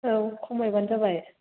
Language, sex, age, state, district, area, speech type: Bodo, female, 18-30, Assam, Chirang, urban, conversation